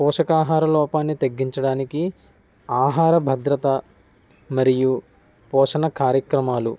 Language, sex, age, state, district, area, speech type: Telugu, male, 30-45, Andhra Pradesh, Kakinada, rural, spontaneous